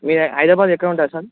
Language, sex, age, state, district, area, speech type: Telugu, male, 18-30, Telangana, Bhadradri Kothagudem, urban, conversation